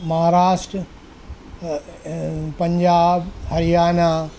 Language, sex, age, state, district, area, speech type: Urdu, male, 60+, Maharashtra, Nashik, urban, spontaneous